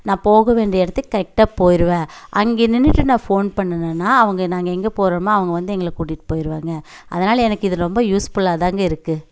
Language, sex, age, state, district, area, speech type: Tamil, female, 45-60, Tamil Nadu, Coimbatore, rural, spontaneous